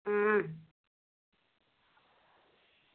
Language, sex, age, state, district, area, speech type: Dogri, female, 30-45, Jammu and Kashmir, Udhampur, rural, conversation